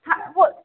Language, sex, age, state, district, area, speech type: Hindi, female, 18-30, Uttar Pradesh, Mirzapur, urban, conversation